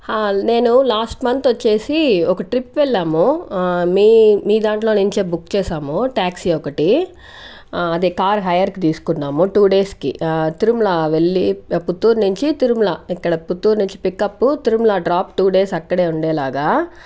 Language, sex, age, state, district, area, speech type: Telugu, female, 18-30, Andhra Pradesh, Chittoor, urban, spontaneous